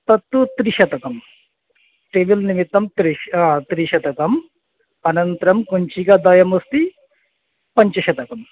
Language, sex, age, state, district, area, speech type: Sanskrit, male, 30-45, West Bengal, North 24 Parganas, urban, conversation